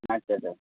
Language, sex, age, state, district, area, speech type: Bengali, male, 18-30, West Bengal, Purba Bardhaman, urban, conversation